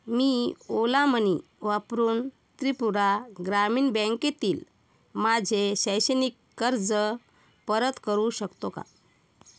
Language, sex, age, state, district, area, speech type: Marathi, female, 45-60, Maharashtra, Yavatmal, rural, read